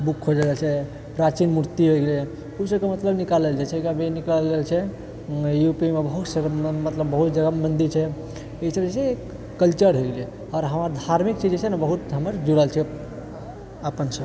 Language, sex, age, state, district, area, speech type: Maithili, male, 30-45, Bihar, Purnia, urban, spontaneous